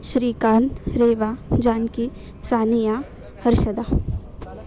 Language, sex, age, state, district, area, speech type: Sanskrit, female, 18-30, Maharashtra, Wardha, urban, spontaneous